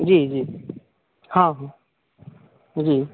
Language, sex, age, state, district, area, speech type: Maithili, male, 30-45, Bihar, Madhubani, rural, conversation